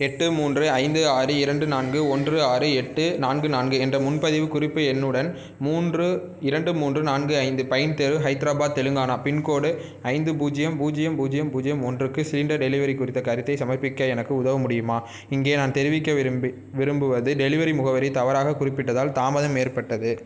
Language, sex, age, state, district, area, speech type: Tamil, male, 18-30, Tamil Nadu, Perambalur, rural, read